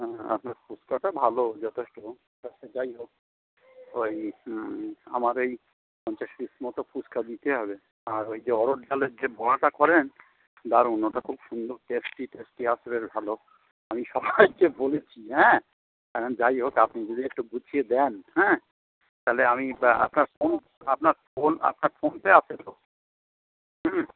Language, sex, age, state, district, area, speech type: Bengali, male, 45-60, West Bengal, Howrah, urban, conversation